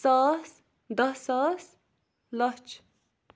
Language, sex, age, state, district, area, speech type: Kashmiri, female, 18-30, Jammu and Kashmir, Budgam, rural, spontaneous